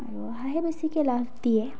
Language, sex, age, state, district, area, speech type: Assamese, female, 18-30, Assam, Udalguri, urban, spontaneous